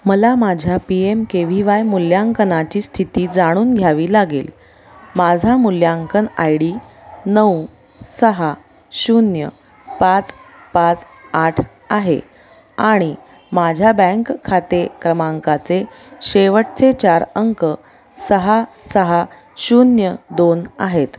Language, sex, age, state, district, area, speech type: Marathi, female, 30-45, Maharashtra, Pune, urban, read